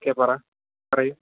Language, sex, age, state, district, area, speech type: Malayalam, male, 18-30, Kerala, Palakkad, urban, conversation